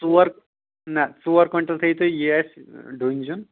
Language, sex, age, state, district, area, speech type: Kashmiri, male, 30-45, Jammu and Kashmir, Anantnag, rural, conversation